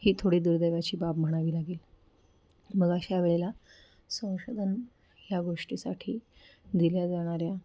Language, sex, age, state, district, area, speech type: Marathi, female, 30-45, Maharashtra, Pune, urban, spontaneous